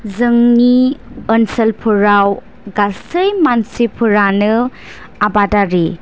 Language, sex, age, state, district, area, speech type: Bodo, female, 18-30, Assam, Chirang, rural, spontaneous